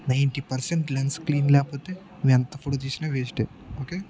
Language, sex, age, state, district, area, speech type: Telugu, male, 18-30, Andhra Pradesh, Anakapalli, rural, spontaneous